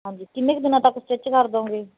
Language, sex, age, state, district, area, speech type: Punjabi, female, 30-45, Punjab, Bathinda, rural, conversation